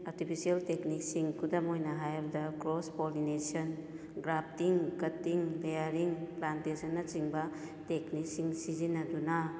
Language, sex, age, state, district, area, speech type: Manipuri, female, 45-60, Manipur, Kakching, rural, spontaneous